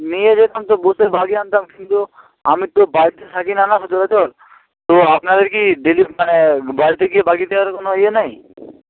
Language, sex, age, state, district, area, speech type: Bengali, male, 18-30, West Bengal, Hooghly, urban, conversation